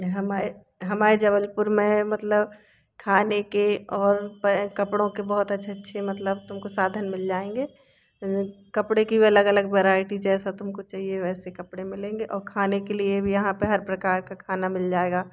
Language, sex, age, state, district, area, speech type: Hindi, female, 30-45, Madhya Pradesh, Jabalpur, urban, spontaneous